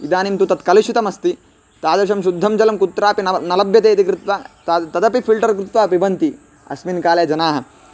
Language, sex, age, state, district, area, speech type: Sanskrit, male, 18-30, Karnataka, Chitradurga, rural, spontaneous